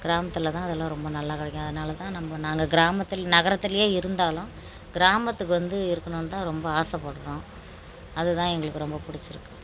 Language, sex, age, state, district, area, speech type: Tamil, female, 45-60, Tamil Nadu, Tiruchirappalli, rural, spontaneous